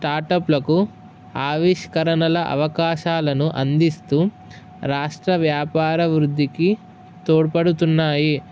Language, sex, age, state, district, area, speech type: Telugu, male, 18-30, Telangana, Mahabubabad, urban, spontaneous